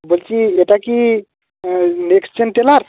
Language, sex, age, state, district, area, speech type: Bengali, male, 18-30, West Bengal, Purba Medinipur, rural, conversation